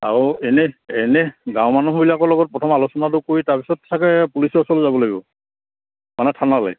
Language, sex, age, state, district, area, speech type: Assamese, male, 45-60, Assam, Lakhimpur, rural, conversation